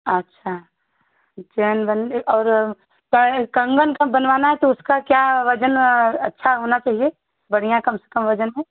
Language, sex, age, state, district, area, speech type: Hindi, female, 30-45, Uttar Pradesh, Chandauli, rural, conversation